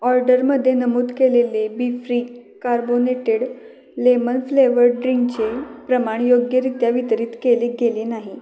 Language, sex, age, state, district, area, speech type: Marathi, female, 18-30, Maharashtra, Kolhapur, urban, read